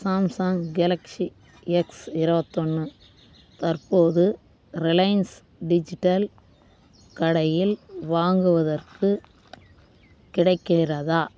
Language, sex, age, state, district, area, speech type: Tamil, female, 30-45, Tamil Nadu, Vellore, urban, read